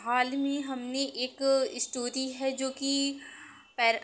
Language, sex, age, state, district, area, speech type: Hindi, female, 30-45, Uttar Pradesh, Mirzapur, rural, spontaneous